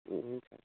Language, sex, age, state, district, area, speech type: Nepali, female, 45-60, West Bengal, Darjeeling, rural, conversation